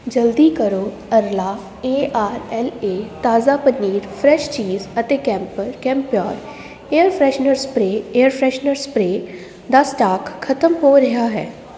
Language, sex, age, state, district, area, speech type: Punjabi, female, 18-30, Punjab, Jalandhar, urban, read